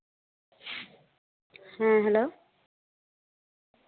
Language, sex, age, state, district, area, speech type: Santali, female, 18-30, West Bengal, Paschim Bardhaman, rural, conversation